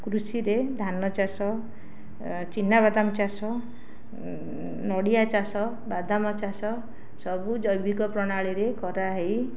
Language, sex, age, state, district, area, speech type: Odia, other, 60+, Odisha, Jajpur, rural, spontaneous